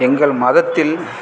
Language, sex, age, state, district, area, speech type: Tamil, male, 18-30, Tamil Nadu, Namakkal, rural, spontaneous